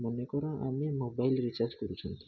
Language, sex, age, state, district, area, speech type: Odia, male, 18-30, Odisha, Rayagada, rural, spontaneous